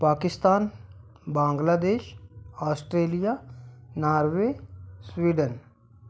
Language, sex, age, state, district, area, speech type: Hindi, male, 45-60, Madhya Pradesh, Balaghat, rural, spontaneous